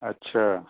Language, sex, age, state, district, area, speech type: Hindi, male, 45-60, Uttar Pradesh, Mau, rural, conversation